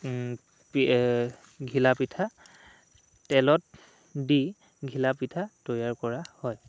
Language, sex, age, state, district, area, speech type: Assamese, male, 18-30, Assam, Dhemaji, rural, spontaneous